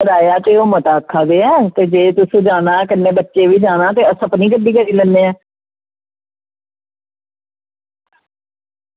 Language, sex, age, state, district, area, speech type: Dogri, female, 45-60, Jammu and Kashmir, Samba, rural, conversation